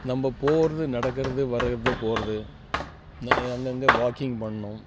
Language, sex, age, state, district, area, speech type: Tamil, male, 60+, Tamil Nadu, Tiruvannamalai, rural, spontaneous